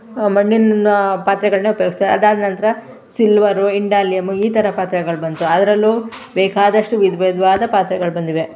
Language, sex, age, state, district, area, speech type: Kannada, female, 45-60, Karnataka, Mandya, rural, spontaneous